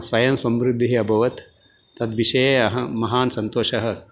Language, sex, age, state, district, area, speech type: Sanskrit, male, 45-60, Telangana, Karimnagar, urban, spontaneous